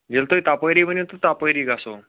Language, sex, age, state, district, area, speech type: Kashmiri, male, 18-30, Jammu and Kashmir, Shopian, rural, conversation